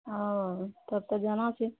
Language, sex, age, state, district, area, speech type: Maithili, female, 60+, Bihar, Purnia, rural, conversation